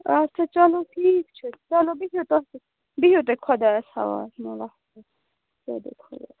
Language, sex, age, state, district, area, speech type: Kashmiri, female, 18-30, Jammu and Kashmir, Budgam, rural, conversation